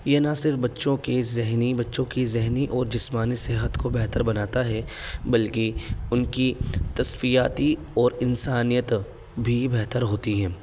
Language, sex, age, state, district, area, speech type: Urdu, male, 18-30, Delhi, North East Delhi, urban, spontaneous